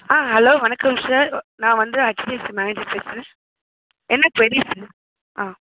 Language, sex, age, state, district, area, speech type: Tamil, female, 45-60, Tamil Nadu, Pudukkottai, rural, conversation